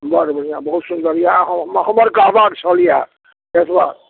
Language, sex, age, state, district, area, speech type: Maithili, male, 60+, Bihar, Supaul, rural, conversation